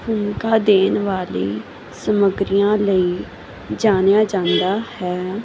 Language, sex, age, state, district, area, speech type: Punjabi, female, 18-30, Punjab, Muktsar, urban, spontaneous